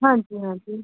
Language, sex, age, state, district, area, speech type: Hindi, female, 30-45, Madhya Pradesh, Ujjain, urban, conversation